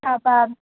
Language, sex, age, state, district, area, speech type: Telugu, female, 18-30, Telangana, Vikarabad, rural, conversation